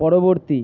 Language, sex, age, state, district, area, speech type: Bengali, male, 60+, West Bengal, Purba Bardhaman, rural, read